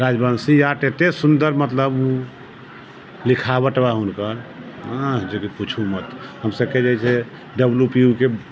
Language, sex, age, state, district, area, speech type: Maithili, male, 45-60, Bihar, Sitamarhi, rural, spontaneous